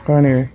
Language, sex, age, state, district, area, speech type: Assamese, male, 18-30, Assam, Dhemaji, rural, spontaneous